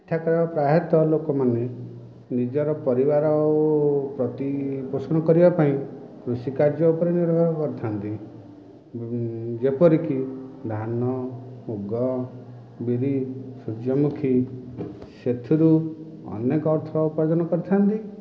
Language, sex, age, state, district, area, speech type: Odia, male, 45-60, Odisha, Dhenkanal, rural, spontaneous